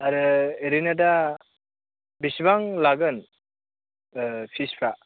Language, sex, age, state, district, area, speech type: Bodo, male, 30-45, Assam, Chirang, rural, conversation